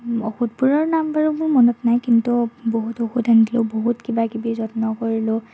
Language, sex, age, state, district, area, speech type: Assamese, female, 30-45, Assam, Morigaon, rural, spontaneous